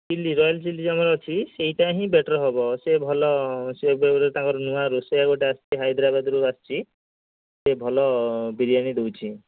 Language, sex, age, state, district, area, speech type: Odia, male, 30-45, Odisha, Dhenkanal, rural, conversation